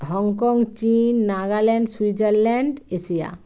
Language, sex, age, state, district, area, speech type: Bengali, female, 45-60, West Bengal, Bankura, urban, spontaneous